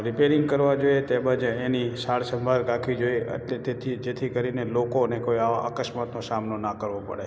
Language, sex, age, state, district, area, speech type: Gujarati, male, 30-45, Gujarat, Morbi, rural, spontaneous